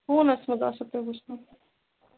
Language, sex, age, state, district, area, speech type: Kashmiri, female, 18-30, Jammu and Kashmir, Bandipora, rural, conversation